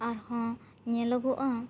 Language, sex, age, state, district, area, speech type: Santali, female, 18-30, West Bengal, Bankura, rural, spontaneous